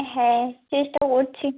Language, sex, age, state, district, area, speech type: Bengali, female, 18-30, West Bengal, Birbhum, urban, conversation